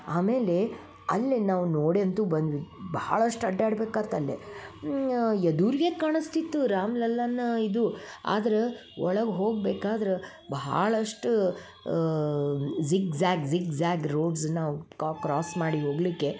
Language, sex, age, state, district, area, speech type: Kannada, female, 60+, Karnataka, Dharwad, rural, spontaneous